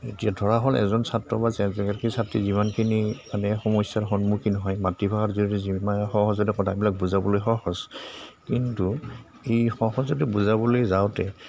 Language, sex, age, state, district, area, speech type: Assamese, male, 60+, Assam, Goalpara, rural, spontaneous